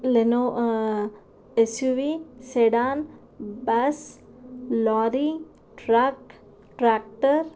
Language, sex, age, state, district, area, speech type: Telugu, female, 18-30, Andhra Pradesh, Kurnool, urban, spontaneous